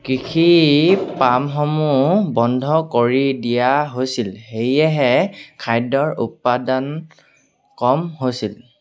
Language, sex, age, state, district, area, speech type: Assamese, male, 18-30, Assam, Sivasagar, rural, read